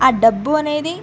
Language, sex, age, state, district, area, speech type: Telugu, female, 18-30, Telangana, Medak, rural, spontaneous